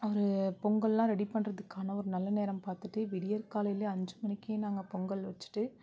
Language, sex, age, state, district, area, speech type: Tamil, female, 18-30, Tamil Nadu, Nagapattinam, rural, spontaneous